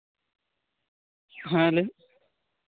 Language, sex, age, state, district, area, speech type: Santali, male, 18-30, West Bengal, Birbhum, rural, conversation